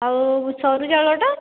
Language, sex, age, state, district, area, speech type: Odia, female, 30-45, Odisha, Dhenkanal, rural, conversation